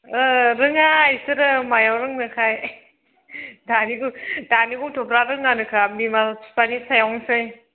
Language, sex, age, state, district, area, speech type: Bodo, female, 18-30, Assam, Udalguri, urban, conversation